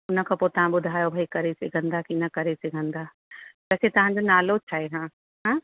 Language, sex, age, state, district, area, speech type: Sindhi, female, 45-60, Uttar Pradesh, Lucknow, rural, conversation